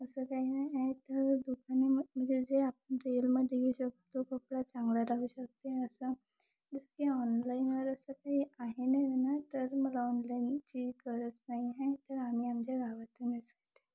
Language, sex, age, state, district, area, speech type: Marathi, female, 18-30, Maharashtra, Wardha, rural, spontaneous